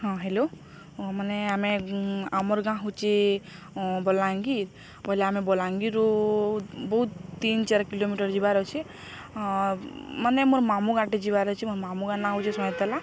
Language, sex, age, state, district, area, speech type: Odia, female, 30-45, Odisha, Balangir, urban, spontaneous